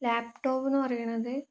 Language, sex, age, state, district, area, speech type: Malayalam, female, 18-30, Kerala, Kozhikode, rural, spontaneous